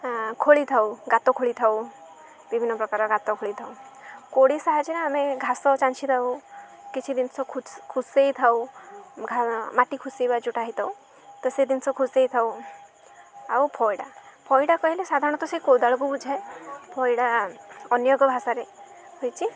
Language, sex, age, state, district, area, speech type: Odia, female, 18-30, Odisha, Jagatsinghpur, rural, spontaneous